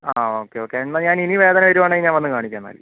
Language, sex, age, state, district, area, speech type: Malayalam, female, 45-60, Kerala, Kozhikode, urban, conversation